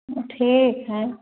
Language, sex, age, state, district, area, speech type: Hindi, female, 60+, Uttar Pradesh, Ayodhya, rural, conversation